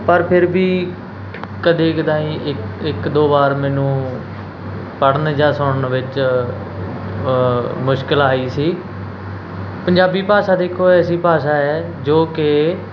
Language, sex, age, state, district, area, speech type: Punjabi, male, 18-30, Punjab, Mansa, urban, spontaneous